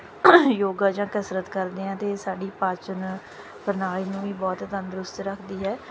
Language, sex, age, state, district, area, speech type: Punjabi, female, 30-45, Punjab, Tarn Taran, rural, spontaneous